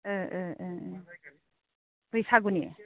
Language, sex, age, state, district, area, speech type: Bodo, female, 60+, Assam, Udalguri, rural, conversation